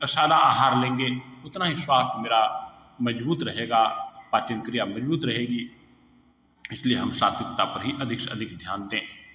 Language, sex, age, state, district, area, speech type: Hindi, male, 60+, Bihar, Begusarai, urban, spontaneous